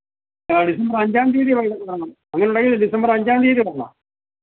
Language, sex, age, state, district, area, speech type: Malayalam, male, 60+, Kerala, Alappuzha, rural, conversation